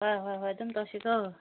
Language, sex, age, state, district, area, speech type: Manipuri, female, 30-45, Manipur, Senapati, rural, conversation